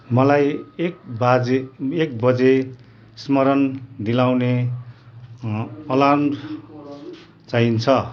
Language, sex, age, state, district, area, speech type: Nepali, male, 60+, West Bengal, Kalimpong, rural, read